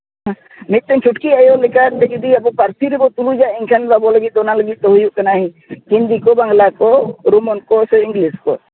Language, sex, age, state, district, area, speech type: Santali, male, 30-45, Jharkhand, East Singhbhum, rural, conversation